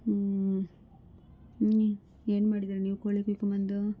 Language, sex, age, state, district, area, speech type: Kannada, female, 18-30, Karnataka, Bangalore Rural, rural, spontaneous